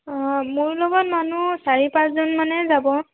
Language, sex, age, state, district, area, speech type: Assamese, female, 18-30, Assam, Dhemaji, urban, conversation